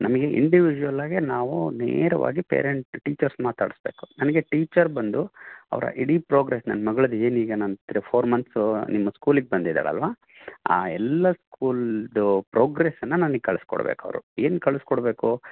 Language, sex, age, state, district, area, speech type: Kannada, male, 45-60, Karnataka, Chitradurga, rural, conversation